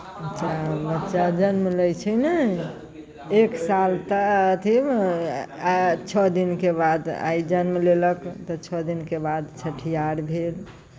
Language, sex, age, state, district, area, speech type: Maithili, female, 45-60, Bihar, Muzaffarpur, rural, spontaneous